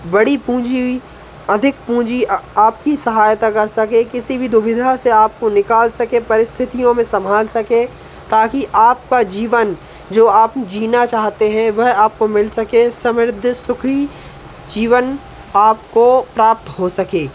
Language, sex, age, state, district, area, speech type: Hindi, male, 18-30, Madhya Pradesh, Hoshangabad, rural, spontaneous